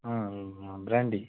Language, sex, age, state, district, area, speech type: Kannada, male, 30-45, Karnataka, Chitradurga, rural, conversation